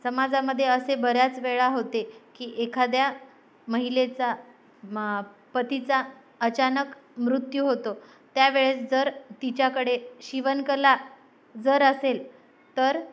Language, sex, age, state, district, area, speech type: Marathi, female, 45-60, Maharashtra, Nanded, rural, spontaneous